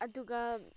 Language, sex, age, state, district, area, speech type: Manipuri, female, 18-30, Manipur, Senapati, rural, spontaneous